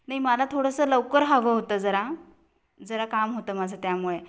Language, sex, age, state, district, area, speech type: Marathi, female, 45-60, Maharashtra, Kolhapur, urban, spontaneous